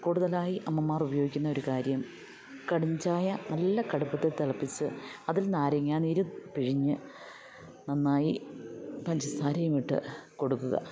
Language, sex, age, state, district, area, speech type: Malayalam, female, 45-60, Kerala, Idukki, rural, spontaneous